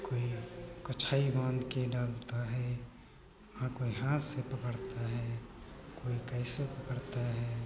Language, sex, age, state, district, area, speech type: Hindi, male, 45-60, Uttar Pradesh, Hardoi, rural, spontaneous